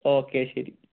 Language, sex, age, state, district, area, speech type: Malayalam, male, 18-30, Kerala, Wayanad, rural, conversation